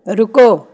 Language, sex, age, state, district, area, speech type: Punjabi, female, 60+, Punjab, Gurdaspur, rural, read